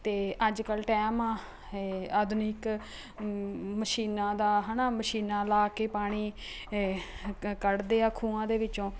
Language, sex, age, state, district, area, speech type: Punjabi, female, 30-45, Punjab, Ludhiana, urban, spontaneous